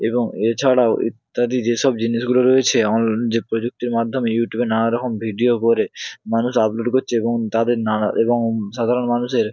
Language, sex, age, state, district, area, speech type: Bengali, male, 18-30, West Bengal, Hooghly, urban, spontaneous